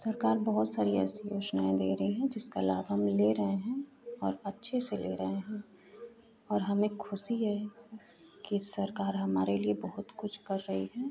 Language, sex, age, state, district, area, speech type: Hindi, female, 18-30, Uttar Pradesh, Ghazipur, rural, spontaneous